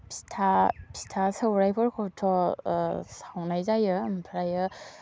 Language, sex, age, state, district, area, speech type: Bodo, female, 18-30, Assam, Udalguri, urban, spontaneous